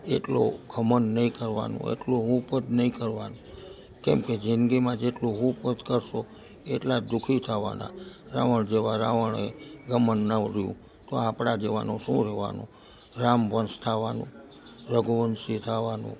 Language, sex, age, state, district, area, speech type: Gujarati, male, 60+, Gujarat, Rajkot, urban, spontaneous